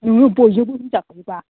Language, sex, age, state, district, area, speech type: Bodo, female, 60+, Assam, Kokrajhar, rural, conversation